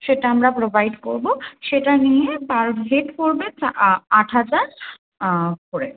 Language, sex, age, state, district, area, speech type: Bengali, female, 18-30, West Bengal, Kolkata, urban, conversation